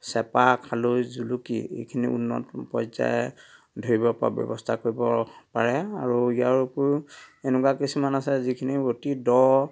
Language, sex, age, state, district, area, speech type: Assamese, male, 45-60, Assam, Dhemaji, rural, spontaneous